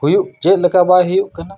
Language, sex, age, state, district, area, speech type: Santali, male, 60+, Odisha, Mayurbhanj, rural, spontaneous